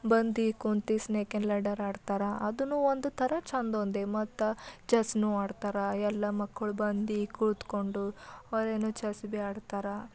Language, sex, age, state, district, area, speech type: Kannada, female, 18-30, Karnataka, Bidar, urban, spontaneous